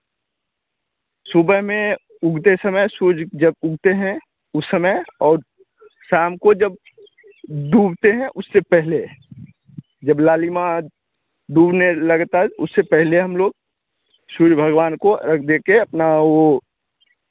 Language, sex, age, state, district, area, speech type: Hindi, male, 30-45, Bihar, Begusarai, rural, conversation